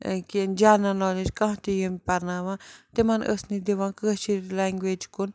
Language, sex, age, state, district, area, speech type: Kashmiri, female, 45-60, Jammu and Kashmir, Srinagar, urban, spontaneous